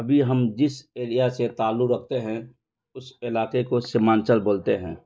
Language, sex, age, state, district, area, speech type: Urdu, male, 30-45, Bihar, Araria, rural, spontaneous